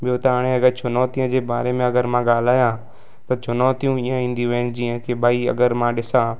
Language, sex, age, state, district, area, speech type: Sindhi, male, 18-30, Gujarat, Surat, urban, spontaneous